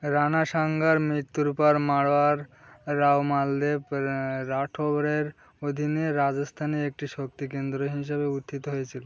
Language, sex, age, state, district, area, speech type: Bengali, male, 18-30, West Bengal, Birbhum, urban, read